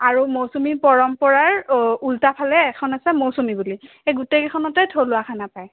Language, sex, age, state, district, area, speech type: Assamese, female, 18-30, Assam, Sonitpur, urban, conversation